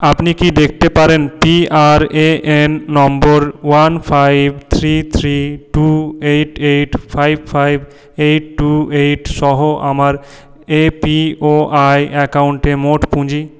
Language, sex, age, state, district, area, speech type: Bengali, male, 18-30, West Bengal, Purulia, urban, read